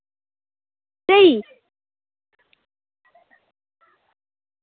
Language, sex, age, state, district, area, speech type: Dogri, male, 18-30, Jammu and Kashmir, Reasi, rural, conversation